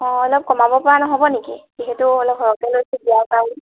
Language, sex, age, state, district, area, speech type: Assamese, female, 18-30, Assam, Lakhimpur, rural, conversation